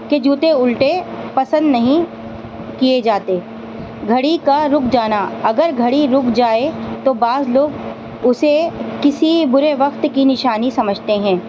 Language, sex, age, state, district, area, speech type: Urdu, female, 30-45, Delhi, Central Delhi, urban, spontaneous